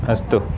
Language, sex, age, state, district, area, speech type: Sanskrit, male, 45-60, Kerala, Thiruvananthapuram, urban, spontaneous